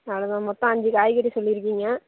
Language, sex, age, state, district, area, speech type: Tamil, female, 18-30, Tamil Nadu, Nagapattinam, urban, conversation